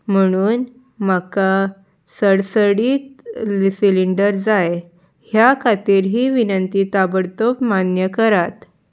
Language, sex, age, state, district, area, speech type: Goan Konkani, female, 18-30, Goa, Salcete, urban, spontaneous